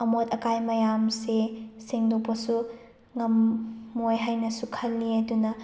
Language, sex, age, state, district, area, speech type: Manipuri, female, 30-45, Manipur, Chandel, rural, spontaneous